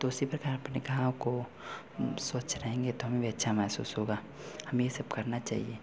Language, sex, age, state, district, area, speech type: Hindi, male, 30-45, Uttar Pradesh, Mau, rural, spontaneous